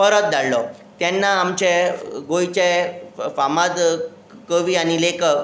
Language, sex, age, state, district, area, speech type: Goan Konkani, male, 18-30, Goa, Tiswadi, rural, spontaneous